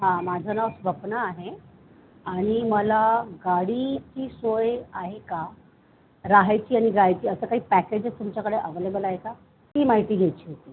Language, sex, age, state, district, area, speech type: Marathi, female, 45-60, Maharashtra, Mumbai Suburban, urban, conversation